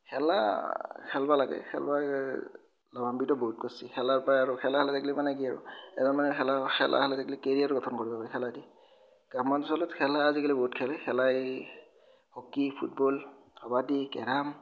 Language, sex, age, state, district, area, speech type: Assamese, male, 18-30, Assam, Darrang, rural, spontaneous